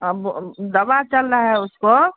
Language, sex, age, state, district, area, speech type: Hindi, female, 45-60, Bihar, Darbhanga, rural, conversation